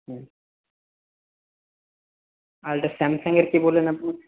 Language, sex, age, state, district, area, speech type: Bengali, male, 18-30, West Bengal, Paschim Bardhaman, rural, conversation